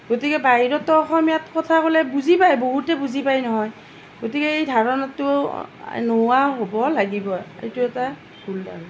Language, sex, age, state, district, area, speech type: Assamese, female, 45-60, Assam, Nalbari, rural, spontaneous